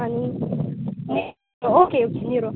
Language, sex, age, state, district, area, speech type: Goan Konkani, female, 18-30, Goa, Tiswadi, rural, conversation